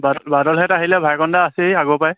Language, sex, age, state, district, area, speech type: Assamese, male, 30-45, Assam, Lakhimpur, rural, conversation